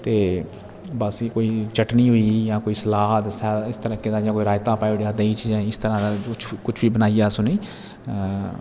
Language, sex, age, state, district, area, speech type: Dogri, male, 30-45, Jammu and Kashmir, Jammu, rural, spontaneous